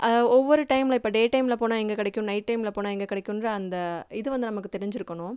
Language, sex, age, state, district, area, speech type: Tamil, female, 18-30, Tamil Nadu, Madurai, urban, spontaneous